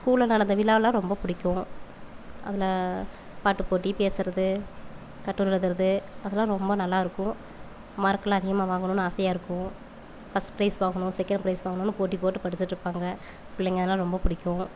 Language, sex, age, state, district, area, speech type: Tamil, female, 30-45, Tamil Nadu, Coimbatore, rural, spontaneous